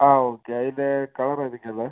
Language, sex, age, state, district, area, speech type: Malayalam, male, 18-30, Kerala, Kozhikode, urban, conversation